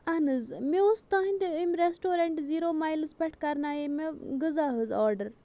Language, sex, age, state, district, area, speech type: Kashmiri, female, 60+, Jammu and Kashmir, Bandipora, rural, spontaneous